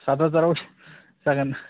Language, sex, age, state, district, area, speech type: Bodo, male, 18-30, Assam, Kokrajhar, urban, conversation